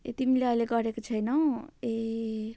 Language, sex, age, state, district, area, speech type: Nepali, female, 18-30, West Bengal, Jalpaiguri, rural, spontaneous